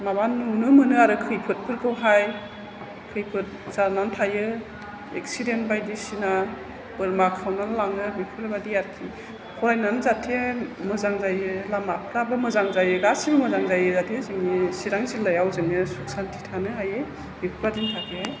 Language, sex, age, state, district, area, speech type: Bodo, female, 45-60, Assam, Chirang, urban, spontaneous